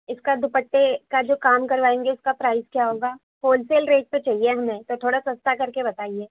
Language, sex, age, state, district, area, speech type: Urdu, female, 18-30, Delhi, North West Delhi, urban, conversation